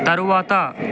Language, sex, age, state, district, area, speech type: Telugu, male, 18-30, Telangana, Ranga Reddy, urban, read